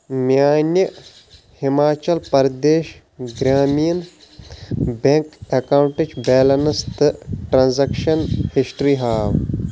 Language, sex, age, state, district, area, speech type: Kashmiri, male, 30-45, Jammu and Kashmir, Shopian, urban, read